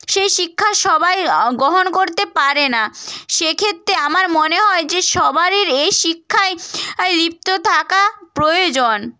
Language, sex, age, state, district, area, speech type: Bengali, female, 18-30, West Bengal, Nadia, rural, spontaneous